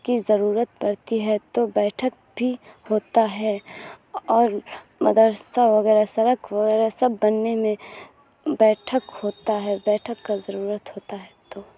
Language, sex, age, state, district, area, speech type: Urdu, female, 18-30, Bihar, Supaul, rural, spontaneous